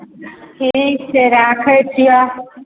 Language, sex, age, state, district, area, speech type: Maithili, female, 45-60, Bihar, Supaul, urban, conversation